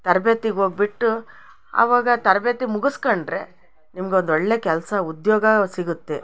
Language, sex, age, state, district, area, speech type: Kannada, female, 60+, Karnataka, Chitradurga, rural, spontaneous